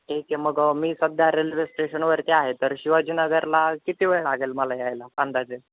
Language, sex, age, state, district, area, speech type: Marathi, male, 18-30, Maharashtra, Nanded, rural, conversation